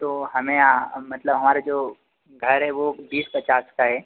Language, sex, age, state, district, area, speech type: Hindi, male, 30-45, Madhya Pradesh, Harda, urban, conversation